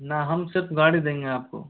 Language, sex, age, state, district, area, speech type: Hindi, male, 30-45, Rajasthan, Jaipur, urban, conversation